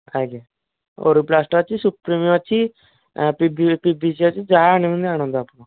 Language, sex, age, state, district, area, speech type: Odia, male, 18-30, Odisha, Nayagarh, rural, conversation